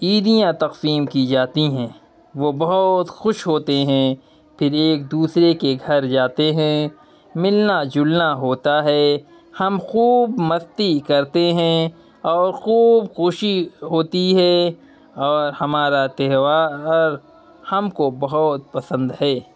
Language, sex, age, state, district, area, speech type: Urdu, male, 30-45, Bihar, Purnia, rural, spontaneous